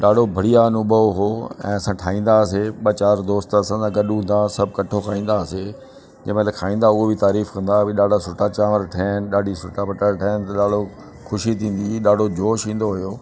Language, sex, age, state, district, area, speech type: Sindhi, male, 60+, Delhi, South Delhi, urban, spontaneous